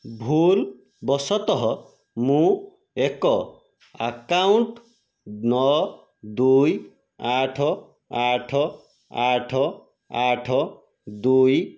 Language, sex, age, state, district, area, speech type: Odia, male, 18-30, Odisha, Jajpur, rural, read